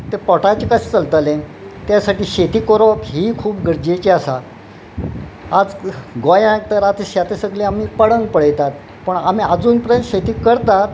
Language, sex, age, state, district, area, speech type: Goan Konkani, male, 60+, Goa, Quepem, rural, spontaneous